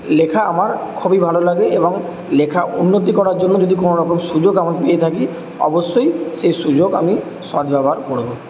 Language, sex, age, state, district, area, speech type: Bengali, male, 30-45, West Bengal, Purba Bardhaman, urban, spontaneous